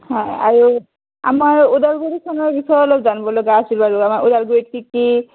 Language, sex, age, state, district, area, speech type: Assamese, female, 30-45, Assam, Udalguri, urban, conversation